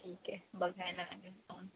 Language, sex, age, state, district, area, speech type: Marathi, female, 18-30, Maharashtra, Ratnagiri, rural, conversation